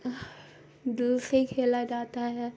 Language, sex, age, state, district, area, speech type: Urdu, female, 18-30, Bihar, Gaya, urban, spontaneous